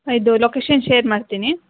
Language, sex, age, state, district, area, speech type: Kannada, female, 30-45, Karnataka, Hassan, rural, conversation